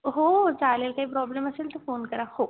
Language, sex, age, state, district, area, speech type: Marathi, female, 18-30, Maharashtra, Buldhana, rural, conversation